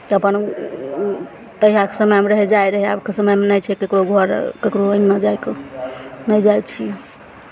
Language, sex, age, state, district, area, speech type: Maithili, female, 60+, Bihar, Begusarai, urban, spontaneous